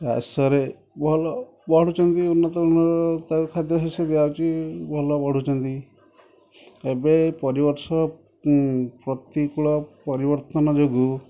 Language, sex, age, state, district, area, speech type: Odia, male, 30-45, Odisha, Kendujhar, urban, spontaneous